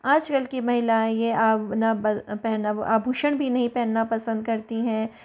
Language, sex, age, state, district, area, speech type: Hindi, female, 30-45, Rajasthan, Jaipur, urban, spontaneous